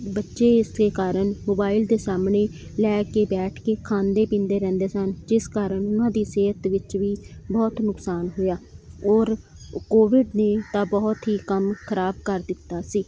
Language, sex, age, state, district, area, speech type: Punjabi, female, 45-60, Punjab, Jalandhar, urban, spontaneous